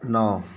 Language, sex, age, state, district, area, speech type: Hindi, male, 30-45, Uttar Pradesh, Mau, rural, read